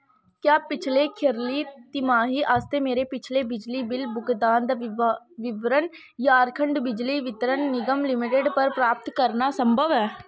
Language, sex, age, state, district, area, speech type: Dogri, female, 18-30, Jammu and Kashmir, Kathua, rural, read